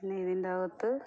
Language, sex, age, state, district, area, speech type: Malayalam, female, 45-60, Kerala, Alappuzha, rural, spontaneous